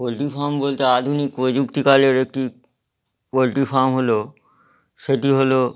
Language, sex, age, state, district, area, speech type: Bengali, male, 30-45, West Bengal, Howrah, urban, spontaneous